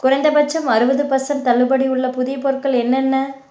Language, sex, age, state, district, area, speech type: Tamil, female, 18-30, Tamil Nadu, Namakkal, rural, read